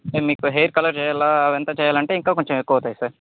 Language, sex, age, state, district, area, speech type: Telugu, male, 30-45, Andhra Pradesh, Chittoor, rural, conversation